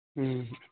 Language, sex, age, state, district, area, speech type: Urdu, male, 18-30, Bihar, Purnia, rural, conversation